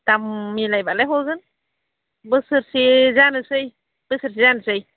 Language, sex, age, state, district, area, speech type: Bodo, female, 45-60, Assam, Baksa, rural, conversation